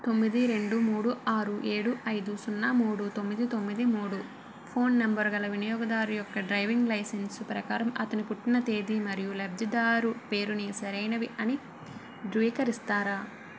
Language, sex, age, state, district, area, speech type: Telugu, female, 45-60, Andhra Pradesh, Vizianagaram, rural, read